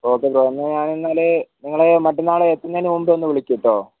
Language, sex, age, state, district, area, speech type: Malayalam, male, 18-30, Kerala, Wayanad, rural, conversation